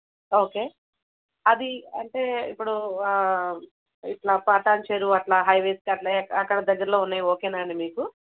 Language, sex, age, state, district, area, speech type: Telugu, female, 30-45, Telangana, Peddapalli, rural, conversation